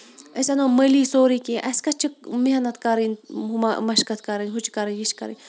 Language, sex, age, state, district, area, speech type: Kashmiri, female, 45-60, Jammu and Kashmir, Shopian, urban, spontaneous